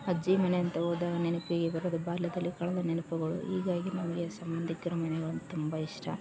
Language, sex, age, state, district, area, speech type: Kannada, female, 18-30, Karnataka, Vijayanagara, rural, spontaneous